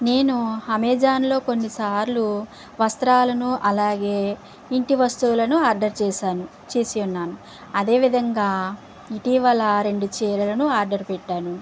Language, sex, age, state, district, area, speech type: Telugu, male, 45-60, Andhra Pradesh, West Godavari, rural, spontaneous